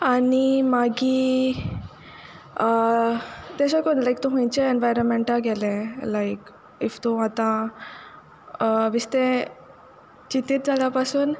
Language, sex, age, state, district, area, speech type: Goan Konkani, female, 18-30, Goa, Quepem, rural, spontaneous